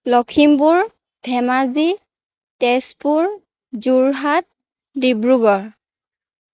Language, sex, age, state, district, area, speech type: Assamese, female, 30-45, Assam, Morigaon, rural, spontaneous